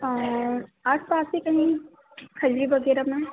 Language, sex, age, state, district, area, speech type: Hindi, female, 18-30, Madhya Pradesh, Chhindwara, urban, conversation